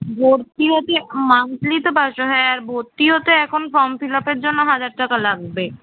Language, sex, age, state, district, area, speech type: Bengali, female, 18-30, West Bengal, Kolkata, urban, conversation